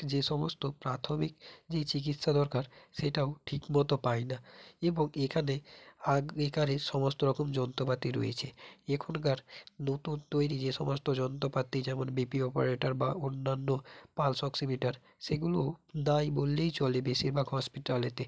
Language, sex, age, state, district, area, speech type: Bengali, male, 18-30, West Bengal, Bankura, urban, spontaneous